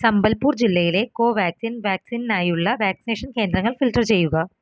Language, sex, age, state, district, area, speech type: Malayalam, female, 18-30, Kerala, Ernakulam, rural, read